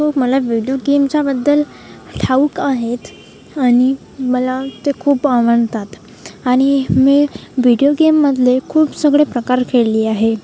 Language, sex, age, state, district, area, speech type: Marathi, female, 18-30, Maharashtra, Wardha, rural, spontaneous